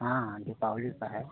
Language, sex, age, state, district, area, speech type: Hindi, male, 60+, Uttar Pradesh, Chandauli, rural, conversation